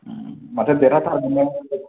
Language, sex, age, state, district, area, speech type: Bodo, male, 30-45, Assam, Kokrajhar, urban, conversation